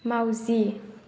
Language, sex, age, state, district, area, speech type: Bodo, female, 18-30, Assam, Chirang, urban, read